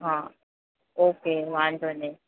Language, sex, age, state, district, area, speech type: Gujarati, female, 18-30, Gujarat, Junagadh, rural, conversation